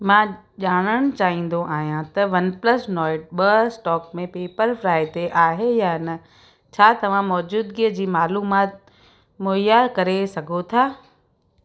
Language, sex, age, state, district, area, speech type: Sindhi, female, 45-60, Gujarat, Kutch, rural, read